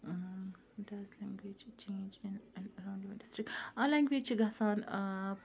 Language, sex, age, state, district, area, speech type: Kashmiri, female, 30-45, Jammu and Kashmir, Ganderbal, rural, spontaneous